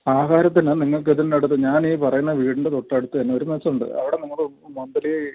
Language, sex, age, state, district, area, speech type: Malayalam, male, 30-45, Kerala, Thiruvananthapuram, urban, conversation